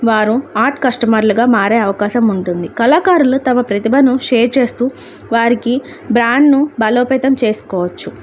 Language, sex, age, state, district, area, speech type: Telugu, female, 18-30, Andhra Pradesh, Alluri Sitarama Raju, rural, spontaneous